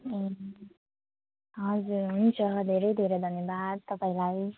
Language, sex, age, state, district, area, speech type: Nepali, female, 18-30, West Bengal, Jalpaiguri, rural, conversation